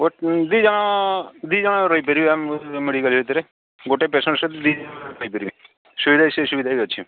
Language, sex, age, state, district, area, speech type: Odia, male, 45-60, Odisha, Sambalpur, rural, conversation